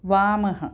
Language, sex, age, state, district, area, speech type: Sanskrit, female, 60+, Karnataka, Mysore, urban, read